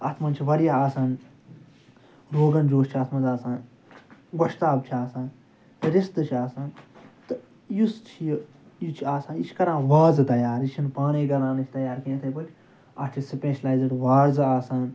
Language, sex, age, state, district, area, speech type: Kashmiri, male, 60+, Jammu and Kashmir, Ganderbal, urban, spontaneous